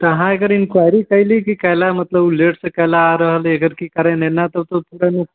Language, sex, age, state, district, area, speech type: Maithili, male, 30-45, Bihar, Sitamarhi, rural, conversation